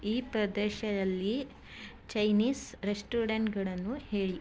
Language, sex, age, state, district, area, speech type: Kannada, female, 30-45, Karnataka, Mysore, urban, read